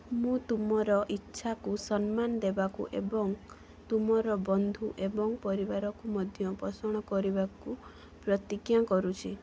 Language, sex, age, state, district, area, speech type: Odia, female, 18-30, Odisha, Mayurbhanj, rural, read